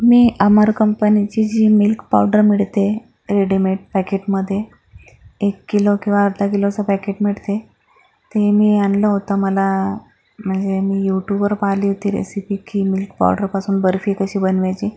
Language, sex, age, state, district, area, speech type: Marathi, female, 45-60, Maharashtra, Akola, urban, spontaneous